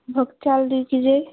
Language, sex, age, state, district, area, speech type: Bengali, female, 45-60, West Bengal, Alipurduar, rural, conversation